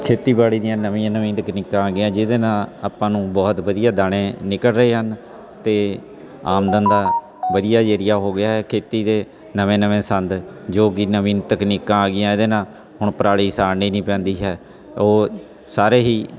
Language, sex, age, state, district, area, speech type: Punjabi, male, 45-60, Punjab, Fatehgarh Sahib, urban, spontaneous